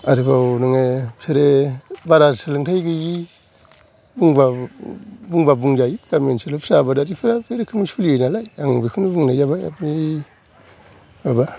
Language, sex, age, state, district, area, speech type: Bodo, male, 45-60, Assam, Kokrajhar, urban, spontaneous